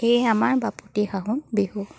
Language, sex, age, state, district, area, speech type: Assamese, female, 30-45, Assam, Charaideo, urban, spontaneous